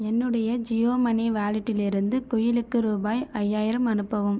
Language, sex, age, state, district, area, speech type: Tamil, female, 18-30, Tamil Nadu, Viluppuram, rural, read